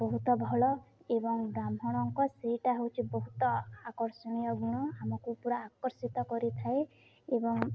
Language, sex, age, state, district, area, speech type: Odia, female, 18-30, Odisha, Balangir, urban, spontaneous